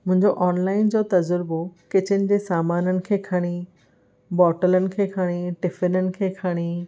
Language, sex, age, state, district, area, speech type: Sindhi, female, 30-45, Maharashtra, Thane, urban, spontaneous